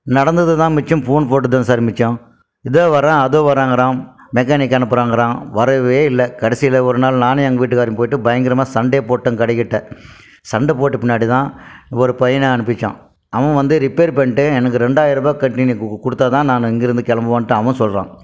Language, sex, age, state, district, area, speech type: Tamil, male, 60+, Tamil Nadu, Krishnagiri, rural, spontaneous